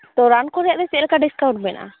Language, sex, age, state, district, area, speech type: Santali, female, 18-30, West Bengal, Purulia, rural, conversation